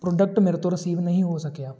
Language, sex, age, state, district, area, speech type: Punjabi, male, 18-30, Punjab, Tarn Taran, urban, spontaneous